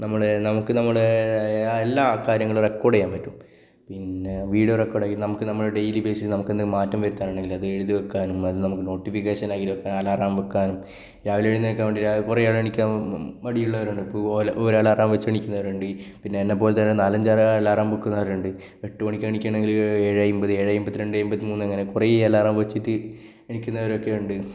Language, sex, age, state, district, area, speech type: Malayalam, male, 18-30, Kerala, Kasaragod, rural, spontaneous